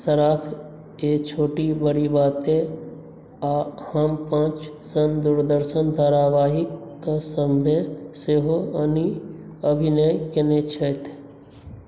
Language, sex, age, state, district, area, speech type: Maithili, male, 18-30, Bihar, Madhubani, rural, read